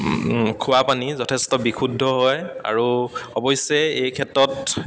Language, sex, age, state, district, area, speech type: Assamese, male, 30-45, Assam, Dibrugarh, rural, spontaneous